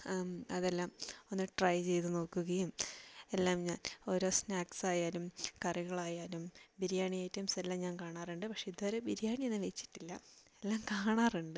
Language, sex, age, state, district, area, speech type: Malayalam, female, 18-30, Kerala, Wayanad, rural, spontaneous